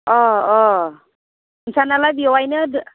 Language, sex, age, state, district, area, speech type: Bodo, female, 30-45, Assam, Udalguri, urban, conversation